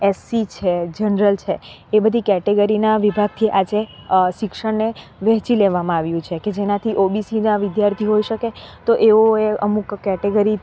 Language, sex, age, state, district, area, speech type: Gujarati, female, 18-30, Gujarat, Narmada, urban, spontaneous